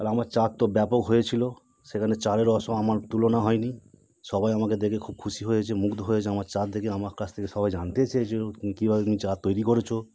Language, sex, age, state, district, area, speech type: Bengali, male, 30-45, West Bengal, Howrah, urban, spontaneous